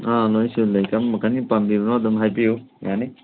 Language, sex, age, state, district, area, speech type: Manipuri, male, 18-30, Manipur, Churachandpur, rural, conversation